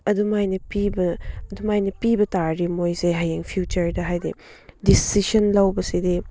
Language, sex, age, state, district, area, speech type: Manipuri, female, 30-45, Manipur, Chandel, rural, spontaneous